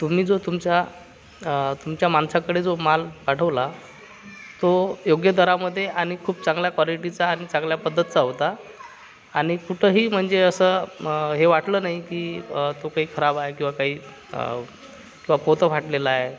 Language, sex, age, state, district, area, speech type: Marathi, male, 45-60, Maharashtra, Akola, rural, spontaneous